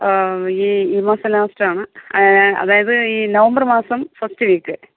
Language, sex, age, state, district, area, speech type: Malayalam, female, 45-60, Kerala, Thiruvananthapuram, rural, conversation